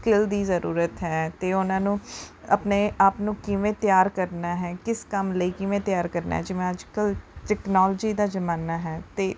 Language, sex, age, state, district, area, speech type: Punjabi, female, 18-30, Punjab, Rupnagar, urban, spontaneous